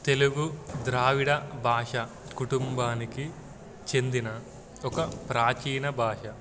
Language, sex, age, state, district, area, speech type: Telugu, male, 18-30, Telangana, Wanaparthy, urban, spontaneous